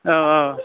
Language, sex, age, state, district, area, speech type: Bodo, male, 45-60, Assam, Kokrajhar, urban, conversation